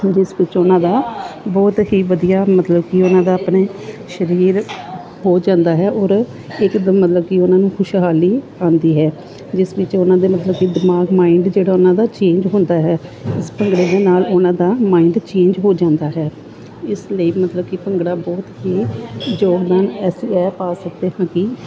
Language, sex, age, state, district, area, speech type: Punjabi, female, 45-60, Punjab, Gurdaspur, urban, spontaneous